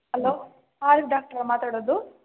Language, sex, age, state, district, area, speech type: Kannada, female, 18-30, Karnataka, Chikkaballapur, rural, conversation